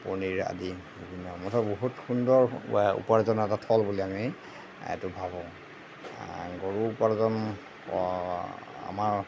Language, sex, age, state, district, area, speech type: Assamese, male, 60+, Assam, Darrang, rural, spontaneous